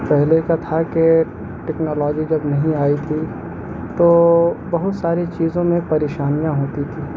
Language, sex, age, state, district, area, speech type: Urdu, male, 18-30, Bihar, Gaya, urban, spontaneous